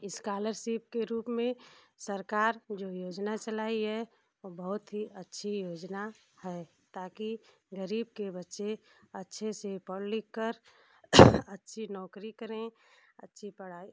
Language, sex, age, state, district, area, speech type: Hindi, female, 45-60, Uttar Pradesh, Ghazipur, rural, spontaneous